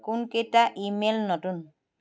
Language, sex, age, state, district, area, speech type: Assamese, female, 45-60, Assam, Charaideo, urban, read